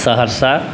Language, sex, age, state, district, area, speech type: Maithili, male, 45-60, Bihar, Saharsa, urban, spontaneous